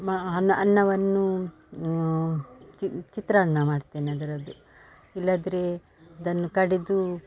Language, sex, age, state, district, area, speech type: Kannada, female, 45-60, Karnataka, Dakshina Kannada, rural, spontaneous